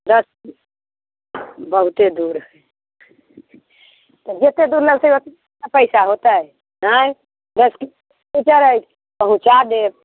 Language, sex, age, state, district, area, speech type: Maithili, female, 30-45, Bihar, Muzaffarpur, rural, conversation